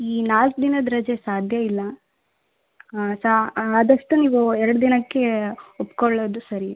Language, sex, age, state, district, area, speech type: Kannada, female, 18-30, Karnataka, Vijayanagara, rural, conversation